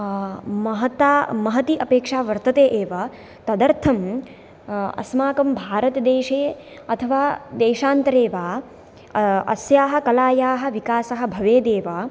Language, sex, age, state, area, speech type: Sanskrit, female, 18-30, Gujarat, rural, spontaneous